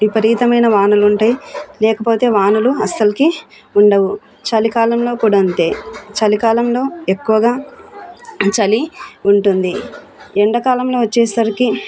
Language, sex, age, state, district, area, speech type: Telugu, female, 30-45, Andhra Pradesh, Kurnool, rural, spontaneous